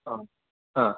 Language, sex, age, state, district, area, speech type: Sanskrit, male, 18-30, Karnataka, Uttara Kannada, rural, conversation